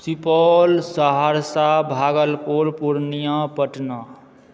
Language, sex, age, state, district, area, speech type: Maithili, male, 30-45, Bihar, Supaul, urban, spontaneous